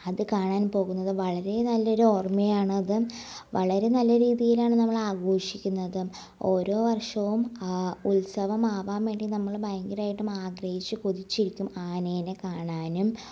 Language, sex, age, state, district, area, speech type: Malayalam, female, 18-30, Kerala, Ernakulam, rural, spontaneous